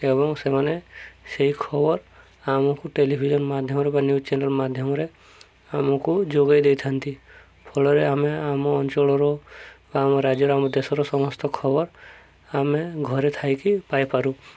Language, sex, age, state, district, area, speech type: Odia, male, 30-45, Odisha, Subarnapur, urban, spontaneous